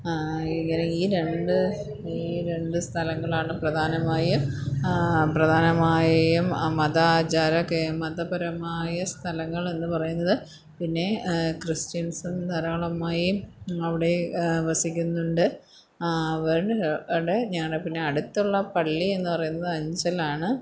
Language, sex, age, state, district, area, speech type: Malayalam, female, 30-45, Kerala, Kollam, rural, spontaneous